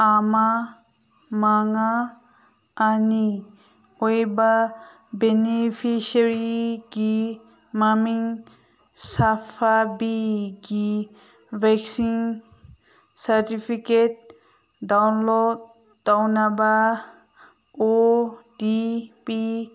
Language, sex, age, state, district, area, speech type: Manipuri, female, 30-45, Manipur, Senapati, rural, read